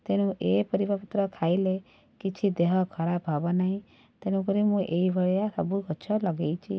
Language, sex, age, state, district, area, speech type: Odia, female, 30-45, Odisha, Cuttack, urban, spontaneous